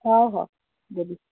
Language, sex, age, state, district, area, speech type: Odia, female, 30-45, Odisha, Cuttack, urban, conversation